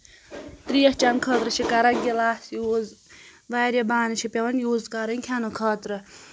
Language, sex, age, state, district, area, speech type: Kashmiri, female, 18-30, Jammu and Kashmir, Anantnag, rural, spontaneous